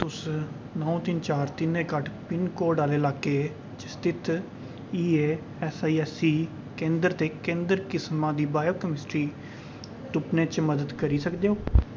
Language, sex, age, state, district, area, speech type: Dogri, male, 18-30, Jammu and Kashmir, Reasi, rural, read